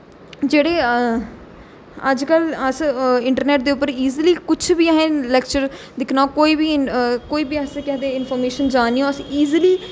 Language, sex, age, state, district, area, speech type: Dogri, female, 18-30, Jammu and Kashmir, Jammu, urban, spontaneous